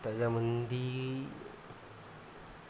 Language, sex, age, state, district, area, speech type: Marathi, male, 18-30, Maharashtra, Amravati, rural, spontaneous